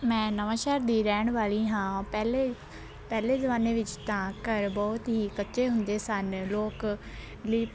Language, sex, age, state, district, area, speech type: Punjabi, female, 18-30, Punjab, Shaheed Bhagat Singh Nagar, urban, spontaneous